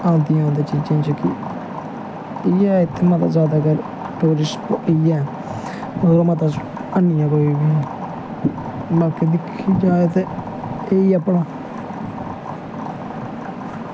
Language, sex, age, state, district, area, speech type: Dogri, male, 18-30, Jammu and Kashmir, Samba, rural, spontaneous